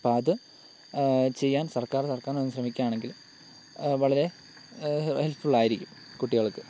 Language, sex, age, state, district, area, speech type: Malayalam, male, 18-30, Kerala, Kottayam, rural, spontaneous